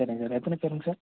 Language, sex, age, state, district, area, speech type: Tamil, male, 18-30, Tamil Nadu, Nilgiris, urban, conversation